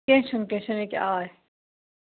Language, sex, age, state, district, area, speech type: Kashmiri, female, 18-30, Jammu and Kashmir, Budgam, rural, conversation